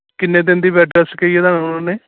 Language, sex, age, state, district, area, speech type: Punjabi, male, 45-60, Punjab, Kapurthala, urban, conversation